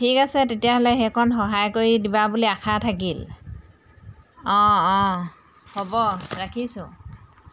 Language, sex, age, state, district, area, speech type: Assamese, female, 45-60, Assam, Jorhat, urban, spontaneous